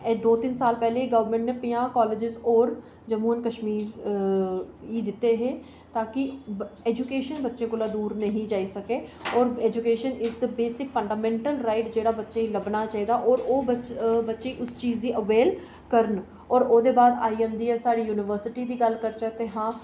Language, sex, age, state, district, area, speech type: Dogri, female, 30-45, Jammu and Kashmir, Reasi, urban, spontaneous